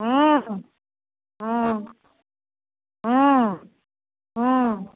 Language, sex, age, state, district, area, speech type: Maithili, female, 30-45, Bihar, Samastipur, rural, conversation